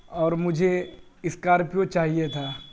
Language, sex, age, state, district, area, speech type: Urdu, male, 18-30, Bihar, Purnia, rural, spontaneous